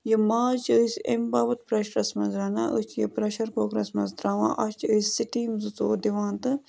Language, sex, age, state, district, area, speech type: Kashmiri, female, 30-45, Jammu and Kashmir, Budgam, rural, spontaneous